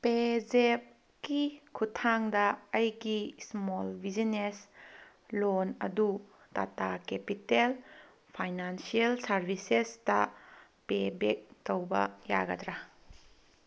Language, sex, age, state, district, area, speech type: Manipuri, female, 30-45, Manipur, Kangpokpi, urban, read